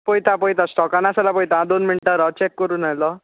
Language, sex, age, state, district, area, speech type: Goan Konkani, male, 18-30, Goa, Bardez, rural, conversation